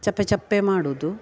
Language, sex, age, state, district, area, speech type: Kannada, female, 45-60, Karnataka, Dakshina Kannada, rural, spontaneous